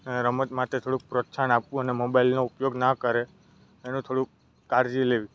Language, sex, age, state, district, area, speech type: Gujarati, male, 18-30, Gujarat, Narmada, rural, spontaneous